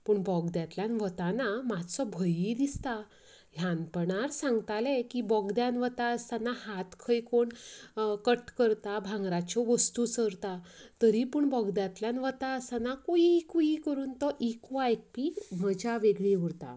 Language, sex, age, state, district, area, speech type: Goan Konkani, female, 30-45, Goa, Canacona, rural, spontaneous